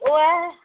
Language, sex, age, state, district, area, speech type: Dogri, female, 18-30, Jammu and Kashmir, Reasi, rural, conversation